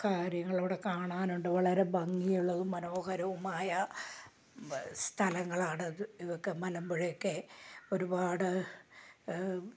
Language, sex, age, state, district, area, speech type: Malayalam, female, 60+, Kerala, Malappuram, rural, spontaneous